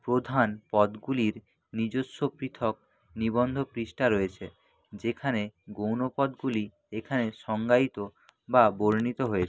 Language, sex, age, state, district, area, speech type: Bengali, male, 30-45, West Bengal, Nadia, rural, read